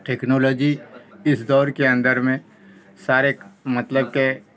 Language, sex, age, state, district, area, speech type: Urdu, male, 60+, Bihar, Khagaria, rural, spontaneous